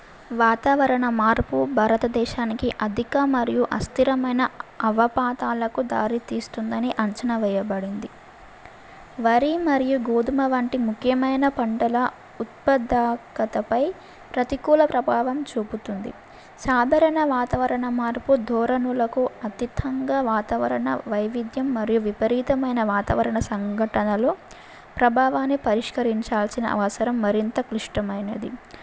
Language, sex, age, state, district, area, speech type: Telugu, female, 18-30, Telangana, Mahbubnagar, urban, spontaneous